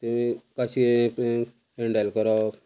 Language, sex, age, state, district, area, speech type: Goan Konkani, male, 45-60, Goa, Quepem, rural, spontaneous